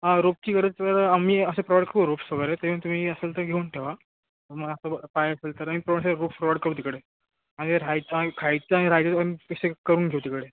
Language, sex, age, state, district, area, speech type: Marathi, male, 18-30, Maharashtra, Ratnagiri, rural, conversation